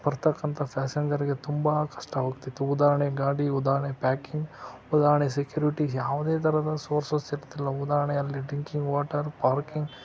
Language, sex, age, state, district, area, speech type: Kannada, male, 45-60, Karnataka, Chitradurga, rural, spontaneous